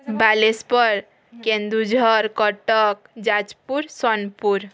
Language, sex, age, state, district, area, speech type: Odia, female, 18-30, Odisha, Bargarh, urban, spontaneous